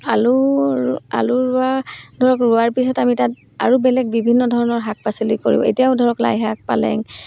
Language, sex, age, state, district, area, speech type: Assamese, female, 30-45, Assam, Charaideo, rural, spontaneous